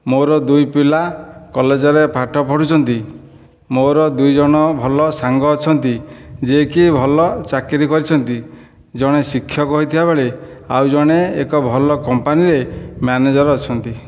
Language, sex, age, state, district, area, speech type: Odia, male, 60+, Odisha, Dhenkanal, rural, spontaneous